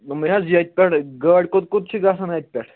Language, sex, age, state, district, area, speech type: Kashmiri, male, 18-30, Jammu and Kashmir, Pulwama, urban, conversation